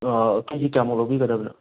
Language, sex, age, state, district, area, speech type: Manipuri, male, 18-30, Manipur, Thoubal, rural, conversation